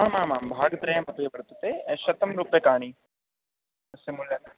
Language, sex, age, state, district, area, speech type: Sanskrit, male, 18-30, Delhi, East Delhi, urban, conversation